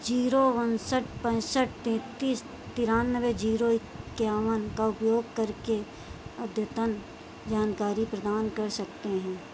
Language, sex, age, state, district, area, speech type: Hindi, female, 45-60, Uttar Pradesh, Sitapur, rural, read